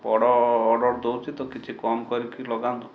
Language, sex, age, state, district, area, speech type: Odia, male, 45-60, Odisha, Balasore, rural, spontaneous